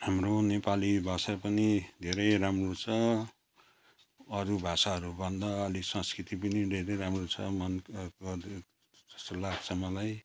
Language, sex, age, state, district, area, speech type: Nepali, male, 60+, West Bengal, Kalimpong, rural, spontaneous